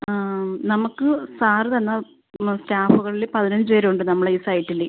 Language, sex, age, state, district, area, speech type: Malayalam, female, 30-45, Kerala, Kottayam, rural, conversation